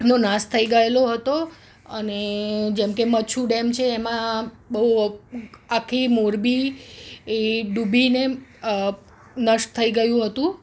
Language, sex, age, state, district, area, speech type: Gujarati, female, 30-45, Gujarat, Ahmedabad, urban, spontaneous